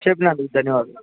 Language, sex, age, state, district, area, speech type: Telugu, male, 18-30, Andhra Pradesh, Sri Balaji, urban, conversation